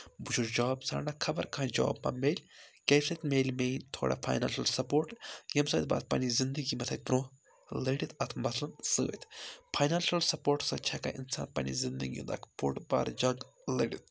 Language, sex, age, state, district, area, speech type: Kashmiri, male, 30-45, Jammu and Kashmir, Baramulla, rural, spontaneous